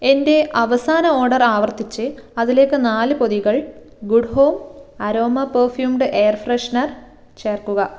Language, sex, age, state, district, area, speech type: Malayalam, female, 18-30, Kerala, Kannur, rural, read